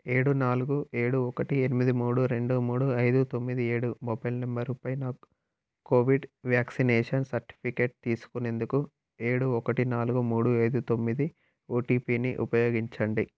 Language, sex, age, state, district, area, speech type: Telugu, male, 18-30, Telangana, Peddapalli, rural, read